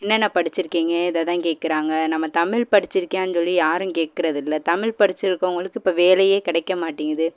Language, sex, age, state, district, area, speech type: Tamil, female, 18-30, Tamil Nadu, Madurai, urban, spontaneous